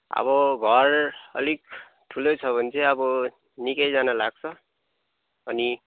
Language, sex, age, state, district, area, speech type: Nepali, male, 18-30, West Bengal, Kalimpong, rural, conversation